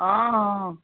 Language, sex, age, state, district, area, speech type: Assamese, female, 60+, Assam, Charaideo, urban, conversation